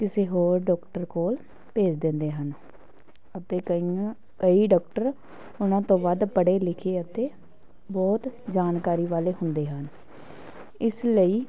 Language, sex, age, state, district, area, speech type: Punjabi, female, 18-30, Punjab, Patiala, rural, spontaneous